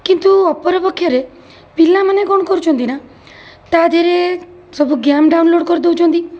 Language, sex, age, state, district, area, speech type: Odia, female, 30-45, Odisha, Cuttack, urban, spontaneous